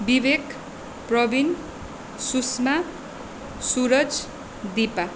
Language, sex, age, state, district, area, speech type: Nepali, female, 18-30, West Bengal, Darjeeling, rural, spontaneous